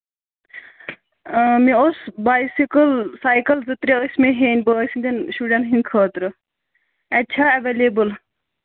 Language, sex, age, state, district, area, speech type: Kashmiri, female, 18-30, Jammu and Kashmir, Kulgam, rural, conversation